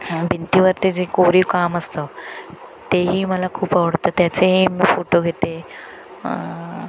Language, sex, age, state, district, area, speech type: Marathi, female, 30-45, Maharashtra, Ratnagiri, rural, spontaneous